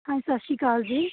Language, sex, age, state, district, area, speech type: Punjabi, female, 18-30, Punjab, Shaheed Bhagat Singh Nagar, urban, conversation